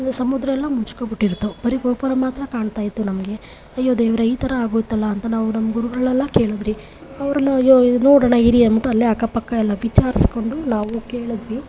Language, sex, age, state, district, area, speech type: Kannada, female, 30-45, Karnataka, Chamarajanagar, rural, spontaneous